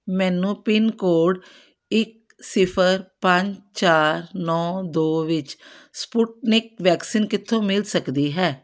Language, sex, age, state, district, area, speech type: Punjabi, female, 60+, Punjab, Amritsar, urban, read